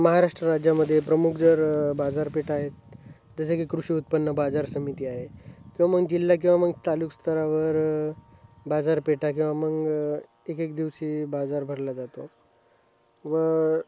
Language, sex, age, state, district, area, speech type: Marathi, male, 18-30, Maharashtra, Hingoli, urban, spontaneous